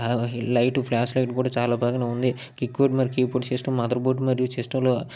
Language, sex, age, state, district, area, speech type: Telugu, male, 30-45, Andhra Pradesh, Srikakulam, urban, spontaneous